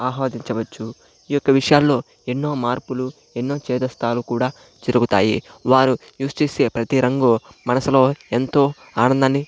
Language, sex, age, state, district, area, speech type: Telugu, male, 45-60, Andhra Pradesh, Chittoor, urban, spontaneous